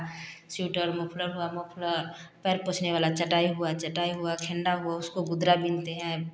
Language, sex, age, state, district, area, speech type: Hindi, female, 45-60, Bihar, Samastipur, rural, spontaneous